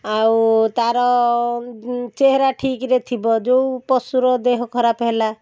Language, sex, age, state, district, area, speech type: Odia, female, 45-60, Odisha, Puri, urban, spontaneous